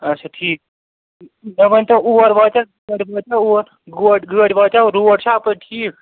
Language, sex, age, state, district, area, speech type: Kashmiri, male, 30-45, Jammu and Kashmir, Srinagar, urban, conversation